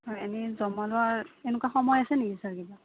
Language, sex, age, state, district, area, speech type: Assamese, female, 18-30, Assam, Udalguri, rural, conversation